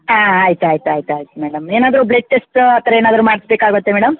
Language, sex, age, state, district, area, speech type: Kannada, female, 30-45, Karnataka, Kodagu, rural, conversation